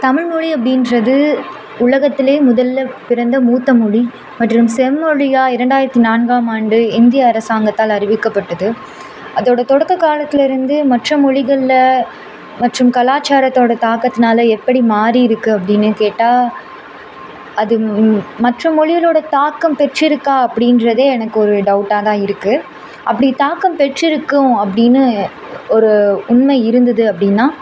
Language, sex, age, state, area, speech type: Tamil, female, 18-30, Tamil Nadu, urban, spontaneous